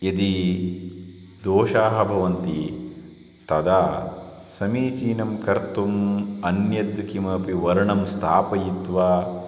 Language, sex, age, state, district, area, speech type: Sanskrit, male, 30-45, Karnataka, Shimoga, rural, spontaneous